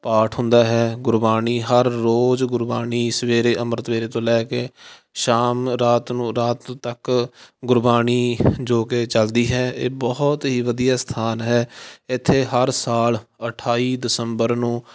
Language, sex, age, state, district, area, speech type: Punjabi, male, 18-30, Punjab, Fatehgarh Sahib, rural, spontaneous